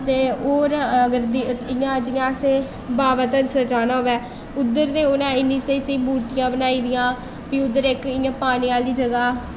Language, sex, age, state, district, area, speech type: Dogri, female, 18-30, Jammu and Kashmir, Reasi, rural, spontaneous